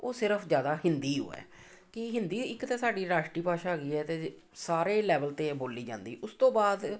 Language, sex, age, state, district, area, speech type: Punjabi, female, 45-60, Punjab, Amritsar, urban, spontaneous